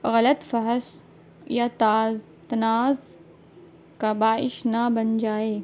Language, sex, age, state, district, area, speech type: Urdu, female, 18-30, Bihar, Gaya, urban, spontaneous